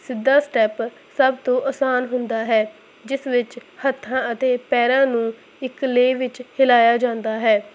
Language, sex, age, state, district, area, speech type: Punjabi, female, 18-30, Punjab, Hoshiarpur, rural, spontaneous